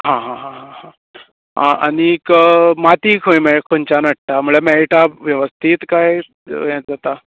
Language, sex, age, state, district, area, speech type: Goan Konkani, male, 30-45, Goa, Canacona, rural, conversation